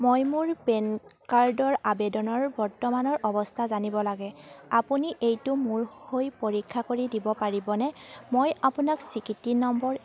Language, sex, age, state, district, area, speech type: Assamese, female, 30-45, Assam, Sivasagar, rural, read